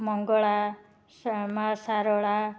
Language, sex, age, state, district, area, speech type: Odia, female, 18-30, Odisha, Cuttack, urban, spontaneous